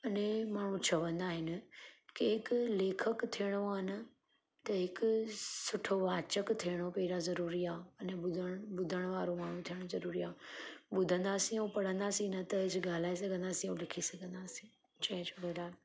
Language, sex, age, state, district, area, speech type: Sindhi, female, 30-45, Gujarat, Junagadh, urban, spontaneous